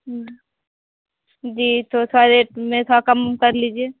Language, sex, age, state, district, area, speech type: Hindi, female, 18-30, Bihar, Vaishali, rural, conversation